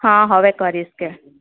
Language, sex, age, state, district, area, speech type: Gujarati, female, 30-45, Gujarat, Narmada, urban, conversation